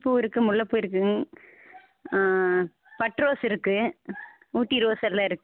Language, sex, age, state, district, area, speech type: Tamil, female, 30-45, Tamil Nadu, Erode, rural, conversation